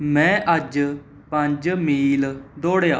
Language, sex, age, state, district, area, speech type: Punjabi, male, 18-30, Punjab, Mohali, urban, read